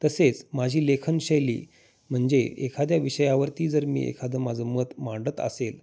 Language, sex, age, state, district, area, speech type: Marathi, male, 30-45, Maharashtra, Osmanabad, rural, spontaneous